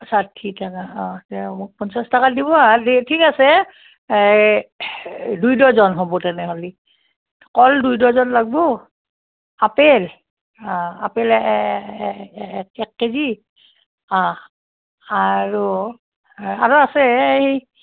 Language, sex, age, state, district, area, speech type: Assamese, female, 60+, Assam, Barpeta, rural, conversation